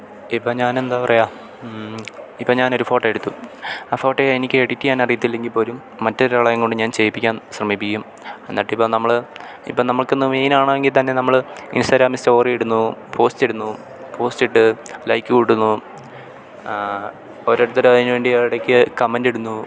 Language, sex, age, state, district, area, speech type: Malayalam, male, 18-30, Kerala, Idukki, rural, spontaneous